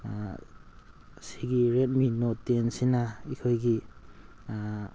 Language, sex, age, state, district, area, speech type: Manipuri, male, 45-60, Manipur, Thoubal, rural, spontaneous